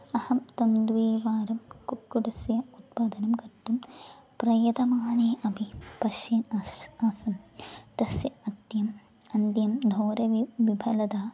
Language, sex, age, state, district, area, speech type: Sanskrit, female, 18-30, Kerala, Thrissur, rural, spontaneous